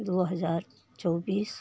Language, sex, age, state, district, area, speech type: Maithili, female, 60+, Bihar, Araria, rural, spontaneous